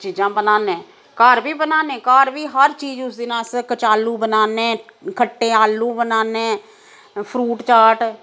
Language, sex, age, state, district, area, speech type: Dogri, female, 45-60, Jammu and Kashmir, Samba, rural, spontaneous